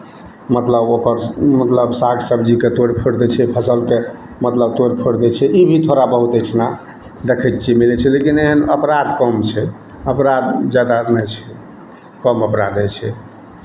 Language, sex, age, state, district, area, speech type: Maithili, male, 60+, Bihar, Madhepura, urban, spontaneous